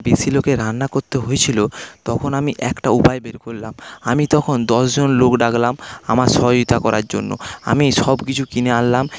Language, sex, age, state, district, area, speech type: Bengali, male, 30-45, West Bengal, Paschim Medinipur, rural, spontaneous